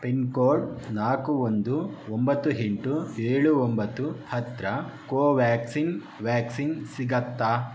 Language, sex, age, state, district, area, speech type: Kannada, male, 30-45, Karnataka, Chitradurga, rural, read